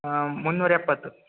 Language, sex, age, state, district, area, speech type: Kannada, male, 18-30, Karnataka, Uttara Kannada, rural, conversation